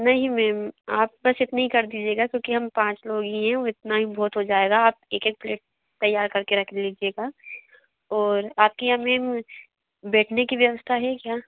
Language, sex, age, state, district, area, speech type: Hindi, female, 60+, Madhya Pradesh, Bhopal, urban, conversation